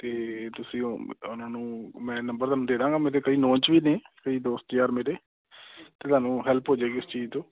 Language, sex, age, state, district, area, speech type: Punjabi, male, 30-45, Punjab, Amritsar, urban, conversation